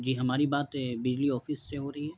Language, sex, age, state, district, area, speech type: Urdu, male, 18-30, Bihar, Gaya, urban, spontaneous